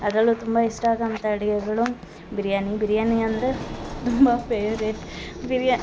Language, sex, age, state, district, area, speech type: Kannada, female, 30-45, Karnataka, Hassan, urban, spontaneous